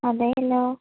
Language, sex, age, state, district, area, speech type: Malayalam, female, 18-30, Kerala, Wayanad, rural, conversation